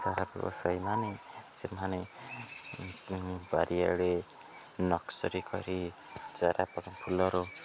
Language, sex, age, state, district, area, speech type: Odia, male, 18-30, Odisha, Jagatsinghpur, rural, spontaneous